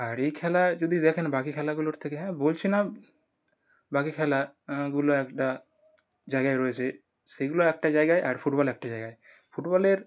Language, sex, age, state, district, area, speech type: Bengali, male, 18-30, West Bengal, North 24 Parganas, urban, spontaneous